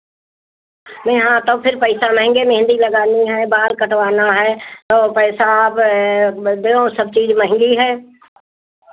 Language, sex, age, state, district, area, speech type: Hindi, female, 60+, Uttar Pradesh, Hardoi, rural, conversation